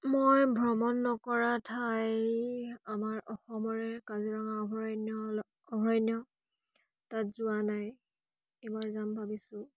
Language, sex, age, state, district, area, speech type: Assamese, female, 18-30, Assam, Charaideo, rural, spontaneous